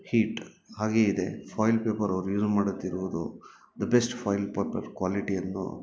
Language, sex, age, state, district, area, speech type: Kannada, male, 30-45, Karnataka, Bangalore Urban, urban, spontaneous